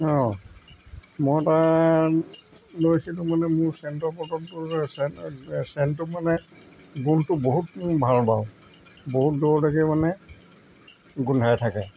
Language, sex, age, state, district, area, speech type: Assamese, male, 45-60, Assam, Jorhat, urban, spontaneous